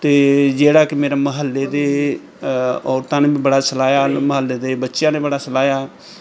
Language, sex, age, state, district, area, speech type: Punjabi, male, 45-60, Punjab, Pathankot, rural, spontaneous